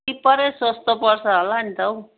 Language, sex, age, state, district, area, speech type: Nepali, female, 60+, West Bengal, Jalpaiguri, urban, conversation